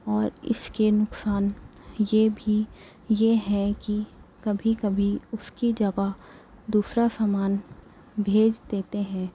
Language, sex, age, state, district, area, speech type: Urdu, female, 18-30, Delhi, Central Delhi, urban, spontaneous